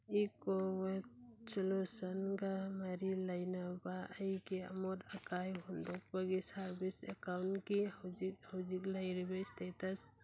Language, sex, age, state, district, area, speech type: Manipuri, female, 30-45, Manipur, Churachandpur, rural, read